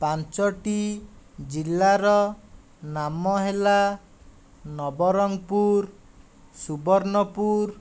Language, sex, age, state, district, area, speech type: Odia, male, 45-60, Odisha, Khordha, rural, spontaneous